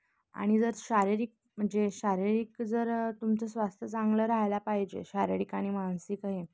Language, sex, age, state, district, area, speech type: Marathi, female, 18-30, Maharashtra, Nashik, urban, spontaneous